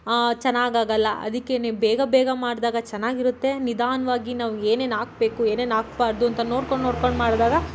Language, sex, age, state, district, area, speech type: Kannada, female, 18-30, Karnataka, Tumkur, rural, spontaneous